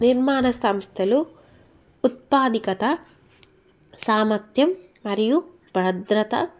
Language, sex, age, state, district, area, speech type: Telugu, female, 18-30, Telangana, Jagtial, rural, spontaneous